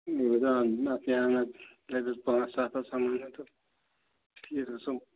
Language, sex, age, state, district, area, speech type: Kashmiri, male, 18-30, Jammu and Kashmir, Ganderbal, rural, conversation